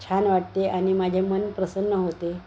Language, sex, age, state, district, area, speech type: Marathi, female, 60+, Maharashtra, Nagpur, urban, spontaneous